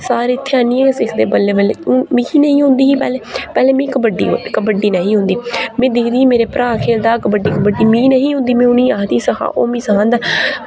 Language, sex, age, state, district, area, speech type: Dogri, female, 18-30, Jammu and Kashmir, Reasi, rural, spontaneous